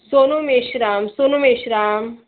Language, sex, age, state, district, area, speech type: Marathi, female, 30-45, Maharashtra, Nagpur, urban, conversation